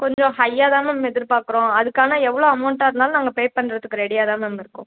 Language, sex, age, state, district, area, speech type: Tamil, female, 18-30, Tamil Nadu, Thoothukudi, rural, conversation